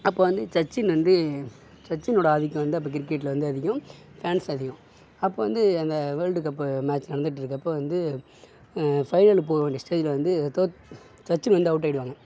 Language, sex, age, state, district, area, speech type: Tamil, male, 60+, Tamil Nadu, Sivaganga, urban, spontaneous